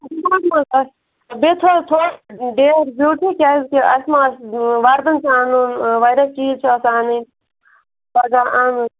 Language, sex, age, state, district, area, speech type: Kashmiri, female, 30-45, Jammu and Kashmir, Bandipora, rural, conversation